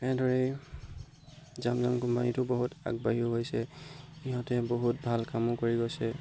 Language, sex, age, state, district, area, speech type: Assamese, male, 18-30, Assam, Golaghat, rural, spontaneous